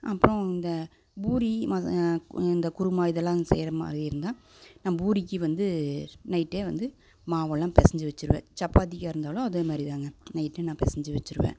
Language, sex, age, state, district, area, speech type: Tamil, female, 30-45, Tamil Nadu, Coimbatore, urban, spontaneous